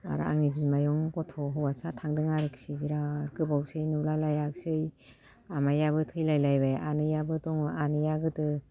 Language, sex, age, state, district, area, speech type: Bodo, female, 60+, Assam, Kokrajhar, urban, spontaneous